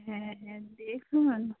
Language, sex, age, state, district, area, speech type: Bengali, female, 45-60, West Bengal, Dakshin Dinajpur, urban, conversation